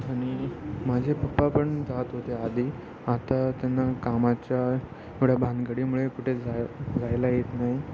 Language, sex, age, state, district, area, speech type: Marathi, male, 18-30, Maharashtra, Ratnagiri, rural, spontaneous